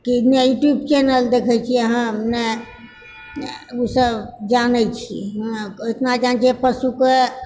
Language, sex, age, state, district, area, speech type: Maithili, female, 60+, Bihar, Purnia, rural, spontaneous